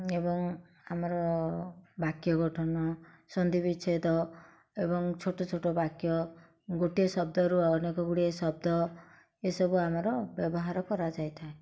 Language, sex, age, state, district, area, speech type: Odia, female, 60+, Odisha, Koraput, urban, spontaneous